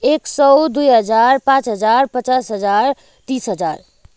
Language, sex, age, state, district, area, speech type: Nepali, female, 18-30, West Bengal, Kalimpong, rural, spontaneous